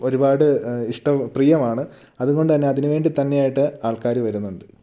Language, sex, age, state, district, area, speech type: Malayalam, male, 18-30, Kerala, Idukki, rural, spontaneous